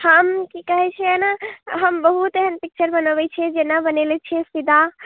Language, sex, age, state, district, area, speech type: Maithili, female, 18-30, Bihar, Muzaffarpur, rural, conversation